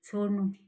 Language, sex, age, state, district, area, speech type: Nepali, male, 45-60, West Bengal, Kalimpong, rural, read